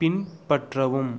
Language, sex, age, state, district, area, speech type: Tamil, male, 18-30, Tamil Nadu, Pudukkottai, rural, read